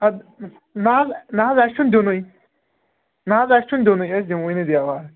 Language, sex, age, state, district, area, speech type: Kashmiri, male, 18-30, Jammu and Kashmir, Kulgam, rural, conversation